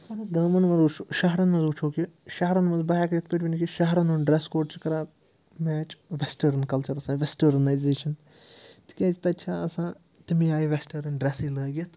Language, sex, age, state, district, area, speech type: Kashmiri, male, 30-45, Jammu and Kashmir, Srinagar, urban, spontaneous